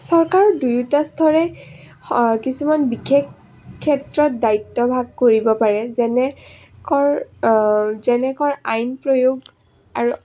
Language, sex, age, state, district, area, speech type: Assamese, female, 18-30, Assam, Udalguri, rural, spontaneous